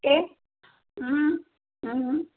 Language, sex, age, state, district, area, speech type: Gujarati, female, 45-60, Gujarat, Rajkot, rural, conversation